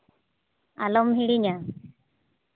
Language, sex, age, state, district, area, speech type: Santali, female, 30-45, Jharkhand, Seraikela Kharsawan, rural, conversation